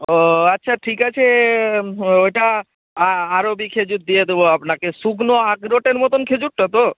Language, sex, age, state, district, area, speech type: Bengali, male, 60+, West Bengal, Nadia, rural, conversation